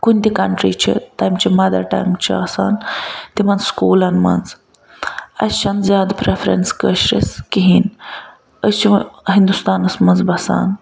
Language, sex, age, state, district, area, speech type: Kashmiri, female, 45-60, Jammu and Kashmir, Ganderbal, urban, spontaneous